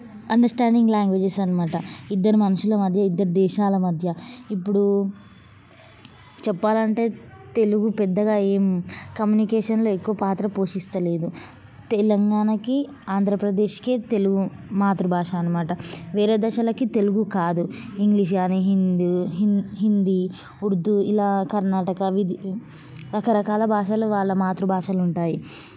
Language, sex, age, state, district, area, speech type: Telugu, female, 18-30, Telangana, Hyderabad, urban, spontaneous